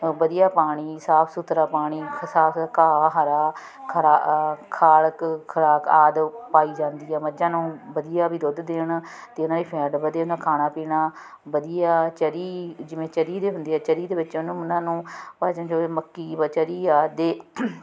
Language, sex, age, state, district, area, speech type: Punjabi, female, 30-45, Punjab, Ludhiana, urban, spontaneous